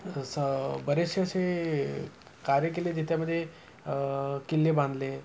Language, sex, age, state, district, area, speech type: Marathi, male, 30-45, Maharashtra, Nagpur, urban, spontaneous